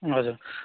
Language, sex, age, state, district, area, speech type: Nepali, male, 18-30, West Bengal, Darjeeling, rural, conversation